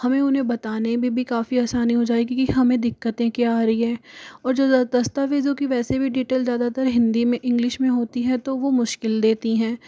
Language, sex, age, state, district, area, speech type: Hindi, male, 60+, Rajasthan, Jaipur, urban, spontaneous